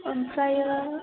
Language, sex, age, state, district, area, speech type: Bodo, female, 18-30, Assam, Chirang, rural, conversation